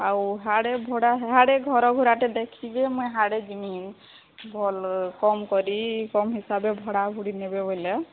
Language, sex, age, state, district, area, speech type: Odia, female, 30-45, Odisha, Sambalpur, rural, conversation